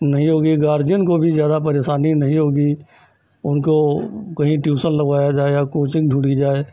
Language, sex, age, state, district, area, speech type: Hindi, male, 60+, Uttar Pradesh, Lucknow, rural, spontaneous